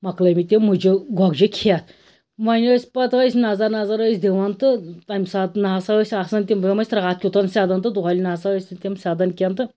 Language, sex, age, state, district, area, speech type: Kashmiri, female, 30-45, Jammu and Kashmir, Anantnag, rural, spontaneous